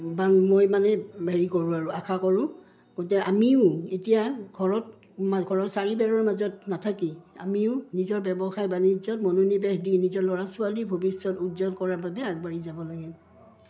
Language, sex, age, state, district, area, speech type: Assamese, female, 45-60, Assam, Udalguri, rural, spontaneous